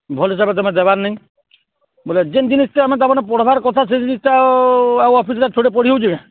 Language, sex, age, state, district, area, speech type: Odia, male, 60+, Odisha, Balangir, urban, conversation